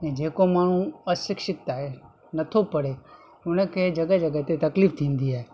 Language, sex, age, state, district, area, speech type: Sindhi, male, 45-60, Gujarat, Kutch, rural, spontaneous